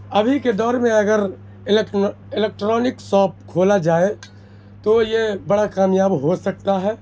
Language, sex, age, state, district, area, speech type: Urdu, male, 18-30, Bihar, Madhubani, rural, spontaneous